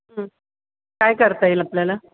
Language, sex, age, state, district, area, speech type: Marathi, female, 45-60, Maharashtra, Nashik, urban, conversation